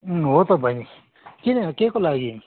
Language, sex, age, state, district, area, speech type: Nepali, male, 60+, West Bengal, Kalimpong, rural, conversation